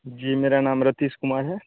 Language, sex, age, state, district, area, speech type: Hindi, male, 30-45, Bihar, Begusarai, rural, conversation